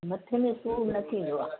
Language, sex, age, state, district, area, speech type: Sindhi, female, 60+, Uttar Pradesh, Lucknow, urban, conversation